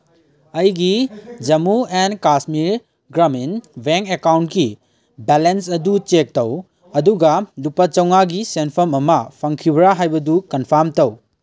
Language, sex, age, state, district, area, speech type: Manipuri, male, 18-30, Manipur, Kangpokpi, urban, read